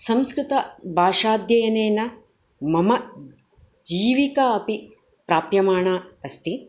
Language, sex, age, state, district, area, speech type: Sanskrit, female, 45-60, Karnataka, Dakshina Kannada, urban, spontaneous